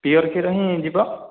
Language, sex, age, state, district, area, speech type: Odia, male, 18-30, Odisha, Dhenkanal, rural, conversation